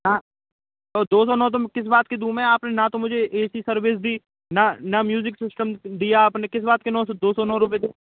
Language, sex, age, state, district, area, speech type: Hindi, male, 18-30, Rajasthan, Bharatpur, urban, conversation